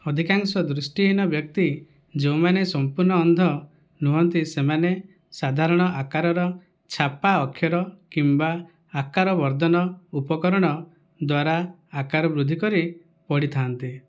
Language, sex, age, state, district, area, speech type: Odia, male, 30-45, Odisha, Kandhamal, rural, read